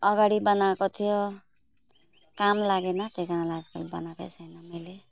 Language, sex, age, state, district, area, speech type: Nepali, female, 45-60, West Bengal, Alipurduar, urban, spontaneous